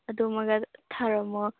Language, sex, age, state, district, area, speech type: Manipuri, female, 18-30, Manipur, Churachandpur, rural, conversation